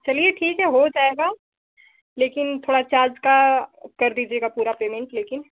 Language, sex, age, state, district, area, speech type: Hindi, female, 18-30, Uttar Pradesh, Chandauli, rural, conversation